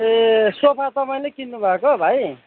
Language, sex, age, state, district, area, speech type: Nepali, male, 30-45, West Bengal, Kalimpong, rural, conversation